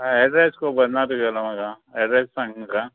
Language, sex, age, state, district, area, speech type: Goan Konkani, male, 30-45, Goa, Murmgao, rural, conversation